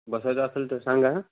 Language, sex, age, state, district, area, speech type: Marathi, male, 18-30, Maharashtra, Hingoli, urban, conversation